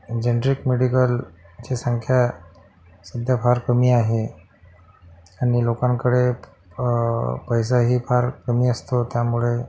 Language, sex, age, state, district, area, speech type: Marathi, male, 45-60, Maharashtra, Akola, urban, spontaneous